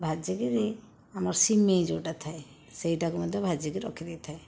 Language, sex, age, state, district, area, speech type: Odia, female, 45-60, Odisha, Jajpur, rural, spontaneous